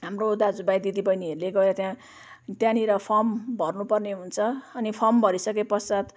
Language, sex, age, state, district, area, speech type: Nepali, female, 45-60, West Bengal, Jalpaiguri, urban, spontaneous